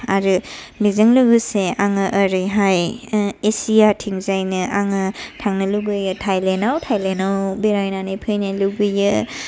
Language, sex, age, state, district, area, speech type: Bodo, female, 18-30, Assam, Kokrajhar, rural, spontaneous